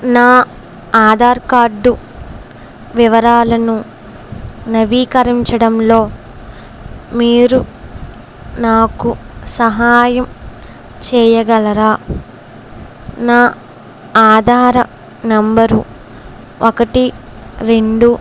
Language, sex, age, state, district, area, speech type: Telugu, female, 18-30, Andhra Pradesh, Eluru, rural, read